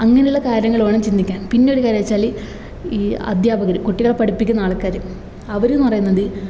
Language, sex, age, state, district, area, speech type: Malayalam, female, 18-30, Kerala, Kasaragod, rural, spontaneous